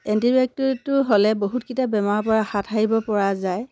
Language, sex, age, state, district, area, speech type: Assamese, female, 30-45, Assam, Sivasagar, rural, spontaneous